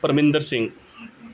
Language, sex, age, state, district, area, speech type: Punjabi, male, 30-45, Punjab, Gurdaspur, urban, spontaneous